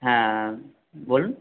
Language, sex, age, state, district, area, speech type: Bengali, male, 18-30, West Bengal, Howrah, urban, conversation